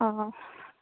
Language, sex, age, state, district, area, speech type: Bengali, female, 18-30, West Bengal, Malda, urban, conversation